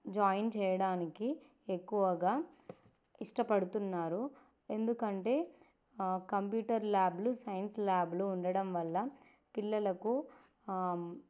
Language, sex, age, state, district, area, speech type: Telugu, female, 18-30, Andhra Pradesh, Nandyal, rural, spontaneous